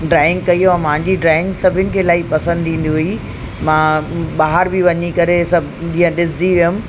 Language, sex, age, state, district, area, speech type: Sindhi, female, 45-60, Uttar Pradesh, Lucknow, urban, spontaneous